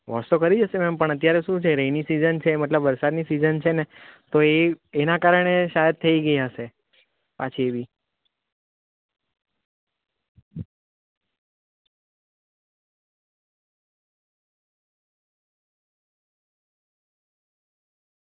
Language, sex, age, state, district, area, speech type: Gujarati, male, 18-30, Gujarat, Valsad, urban, conversation